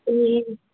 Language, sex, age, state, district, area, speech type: Nepali, female, 18-30, West Bengal, Darjeeling, rural, conversation